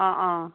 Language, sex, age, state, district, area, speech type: Assamese, female, 60+, Assam, Lakhimpur, rural, conversation